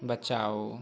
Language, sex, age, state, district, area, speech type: Hindi, male, 18-30, Uttar Pradesh, Chandauli, rural, read